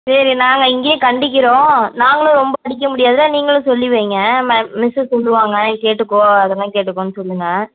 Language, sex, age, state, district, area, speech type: Tamil, female, 30-45, Tamil Nadu, Nagapattinam, rural, conversation